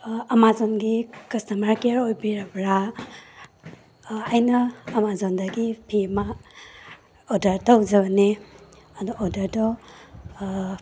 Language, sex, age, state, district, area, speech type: Manipuri, female, 30-45, Manipur, Imphal East, rural, spontaneous